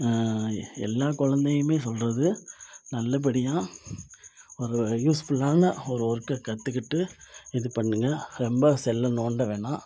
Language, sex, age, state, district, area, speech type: Tamil, male, 30-45, Tamil Nadu, Perambalur, rural, spontaneous